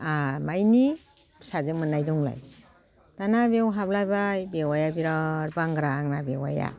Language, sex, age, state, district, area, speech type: Bodo, female, 60+, Assam, Kokrajhar, urban, spontaneous